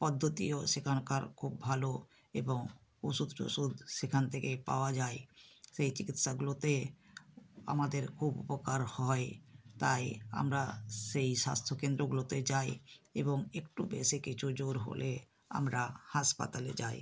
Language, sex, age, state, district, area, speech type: Bengali, female, 60+, West Bengal, South 24 Parganas, rural, spontaneous